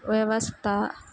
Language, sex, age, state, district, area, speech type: Telugu, female, 18-30, Andhra Pradesh, Guntur, rural, spontaneous